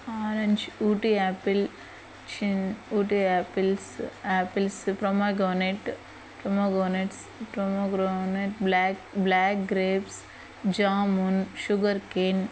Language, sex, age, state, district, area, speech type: Telugu, female, 18-30, Andhra Pradesh, Eluru, urban, spontaneous